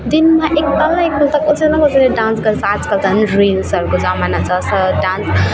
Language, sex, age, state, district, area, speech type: Nepali, female, 18-30, West Bengal, Alipurduar, urban, spontaneous